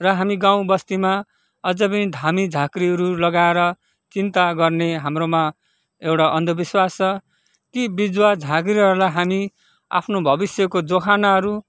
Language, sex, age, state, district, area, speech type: Nepali, male, 45-60, West Bengal, Kalimpong, rural, spontaneous